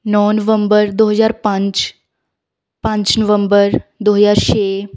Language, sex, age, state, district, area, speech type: Punjabi, female, 18-30, Punjab, Shaheed Bhagat Singh Nagar, rural, spontaneous